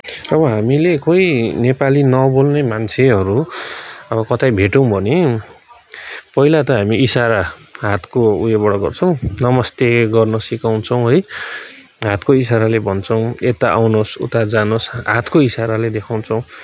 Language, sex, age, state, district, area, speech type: Nepali, male, 30-45, West Bengal, Kalimpong, rural, spontaneous